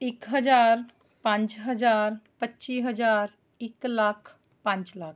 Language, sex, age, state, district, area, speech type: Punjabi, female, 30-45, Punjab, Rupnagar, urban, spontaneous